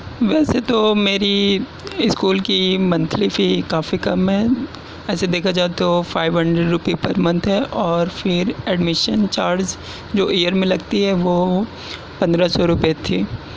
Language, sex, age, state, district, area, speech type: Urdu, male, 18-30, Delhi, South Delhi, urban, spontaneous